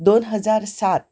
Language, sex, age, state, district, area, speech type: Goan Konkani, female, 30-45, Goa, Ponda, rural, spontaneous